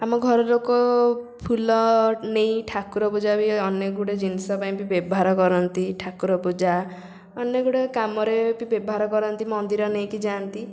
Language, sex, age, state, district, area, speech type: Odia, female, 18-30, Odisha, Puri, urban, spontaneous